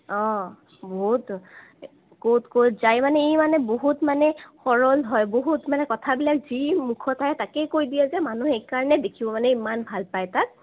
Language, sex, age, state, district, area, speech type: Assamese, female, 30-45, Assam, Sonitpur, rural, conversation